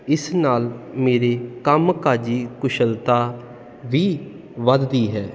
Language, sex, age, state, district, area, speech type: Punjabi, male, 30-45, Punjab, Jalandhar, urban, spontaneous